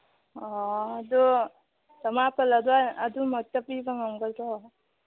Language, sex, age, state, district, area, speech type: Manipuri, female, 30-45, Manipur, Churachandpur, rural, conversation